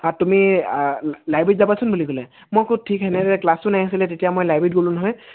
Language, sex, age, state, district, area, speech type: Assamese, male, 18-30, Assam, Tinsukia, urban, conversation